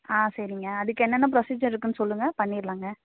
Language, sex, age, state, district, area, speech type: Tamil, female, 18-30, Tamil Nadu, Karur, rural, conversation